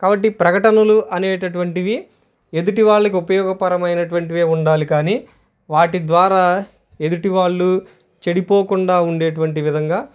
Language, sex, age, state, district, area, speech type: Telugu, male, 30-45, Andhra Pradesh, Guntur, urban, spontaneous